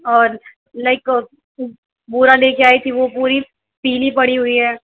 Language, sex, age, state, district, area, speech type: Urdu, female, 18-30, Uttar Pradesh, Gautam Buddha Nagar, rural, conversation